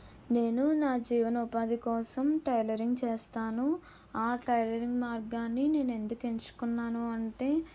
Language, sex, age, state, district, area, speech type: Telugu, female, 30-45, Andhra Pradesh, Kakinada, rural, spontaneous